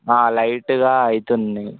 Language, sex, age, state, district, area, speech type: Telugu, male, 18-30, Telangana, Sangareddy, urban, conversation